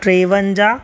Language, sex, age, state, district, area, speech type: Sindhi, male, 30-45, Maharashtra, Thane, urban, spontaneous